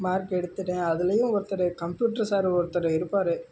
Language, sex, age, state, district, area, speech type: Tamil, male, 18-30, Tamil Nadu, Namakkal, rural, spontaneous